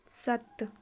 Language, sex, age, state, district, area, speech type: Punjabi, female, 18-30, Punjab, Shaheed Bhagat Singh Nagar, rural, read